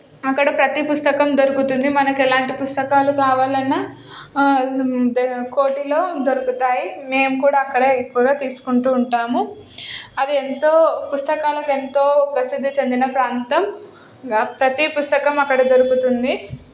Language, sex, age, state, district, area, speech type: Telugu, female, 18-30, Telangana, Hyderabad, urban, spontaneous